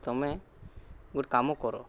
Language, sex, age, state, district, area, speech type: Odia, male, 18-30, Odisha, Rayagada, urban, spontaneous